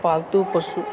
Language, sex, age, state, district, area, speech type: Maithili, male, 45-60, Bihar, Purnia, rural, spontaneous